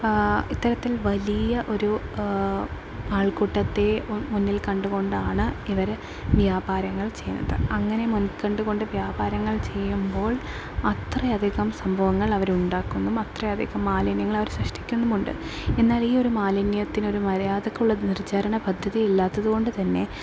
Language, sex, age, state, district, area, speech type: Malayalam, female, 18-30, Kerala, Thrissur, urban, spontaneous